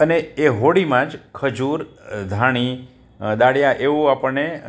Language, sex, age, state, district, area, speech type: Gujarati, male, 60+, Gujarat, Rajkot, urban, spontaneous